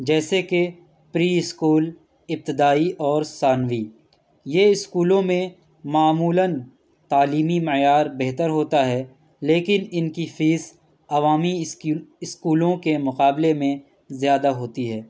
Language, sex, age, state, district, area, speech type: Urdu, male, 18-30, Delhi, East Delhi, urban, spontaneous